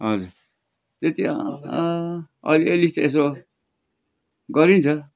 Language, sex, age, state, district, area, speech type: Nepali, male, 60+, West Bengal, Darjeeling, rural, spontaneous